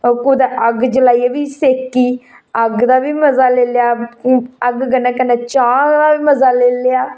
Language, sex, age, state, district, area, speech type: Dogri, female, 30-45, Jammu and Kashmir, Samba, rural, spontaneous